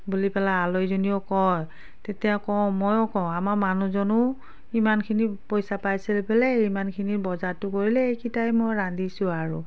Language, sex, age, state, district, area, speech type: Assamese, female, 45-60, Assam, Biswanath, rural, spontaneous